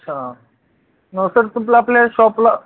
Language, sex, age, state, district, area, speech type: Marathi, male, 30-45, Maharashtra, Beed, rural, conversation